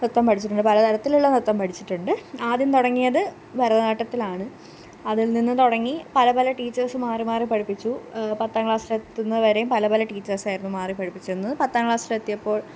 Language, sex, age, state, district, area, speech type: Malayalam, female, 18-30, Kerala, Pathanamthitta, rural, spontaneous